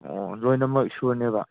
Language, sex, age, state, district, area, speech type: Manipuri, male, 18-30, Manipur, Kangpokpi, urban, conversation